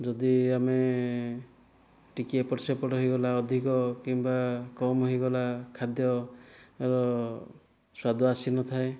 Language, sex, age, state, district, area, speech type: Odia, male, 45-60, Odisha, Kandhamal, rural, spontaneous